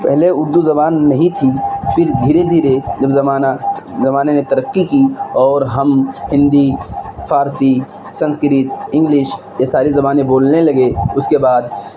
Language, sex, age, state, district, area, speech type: Urdu, male, 18-30, Uttar Pradesh, Siddharthnagar, rural, spontaneous